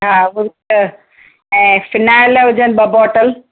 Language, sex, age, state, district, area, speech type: Sindhi, female, 45-60, Maharashtra, Thane, urban, conversation